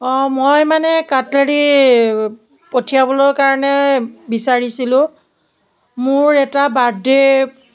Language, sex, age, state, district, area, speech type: Assamese, female, 45-60, Assam, Morigaon, rural, spontaneous